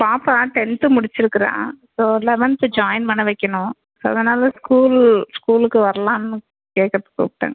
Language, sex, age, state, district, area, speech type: Tamil, female, 30-45, Tamil Nadu, Erode, rural, conversation